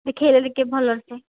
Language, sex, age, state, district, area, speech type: Odia, female, 18-30, Odisha, Nayagarh, rural, conversation